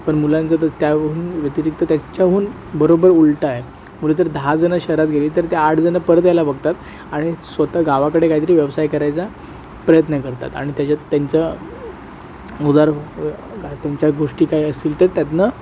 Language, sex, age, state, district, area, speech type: Marathi, male, 18-30, Maharashtra, Sindhudurg, rural, spontaneous